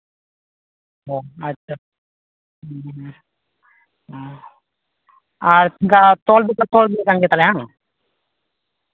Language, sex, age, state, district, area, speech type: Santali, male, 18-30, West Bengal, Malda, rural, conversation